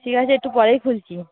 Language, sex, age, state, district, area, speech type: Bengali, female, 30-45, West Bengal, Darjeeling, urban, conversation